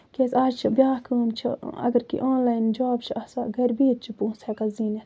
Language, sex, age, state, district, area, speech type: Kashmiri, female, 18-30, Jammu and Kashmir, Kupwara, rural, spontaneous